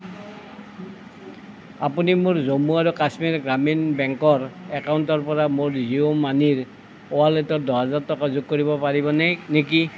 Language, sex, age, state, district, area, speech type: Assamese, male, 60+, Assam, Nalbari, rural, read